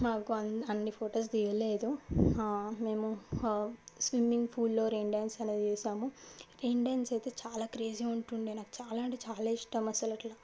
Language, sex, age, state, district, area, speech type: Telugu, female, 18-30, Telangana, Medchal, urban, spontaneous